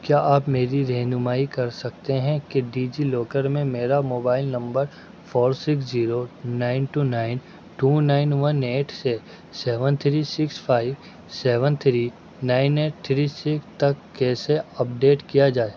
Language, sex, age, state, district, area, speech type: Urdu, male, 18-30, Delhi, North West Delhi, urban, read